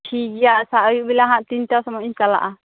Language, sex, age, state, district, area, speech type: Santali, female, 18-30, West Bengal, Malda, rural, conversation